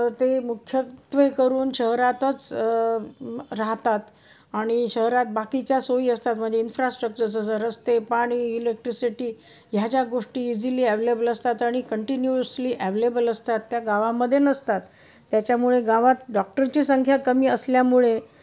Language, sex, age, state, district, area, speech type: Marathi, female, 60+, Maharashtra, Pune, urban, spontaneous